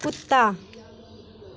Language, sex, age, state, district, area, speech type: Hindi, female, 18-30, Bihar, Muzaffarpur, urban, read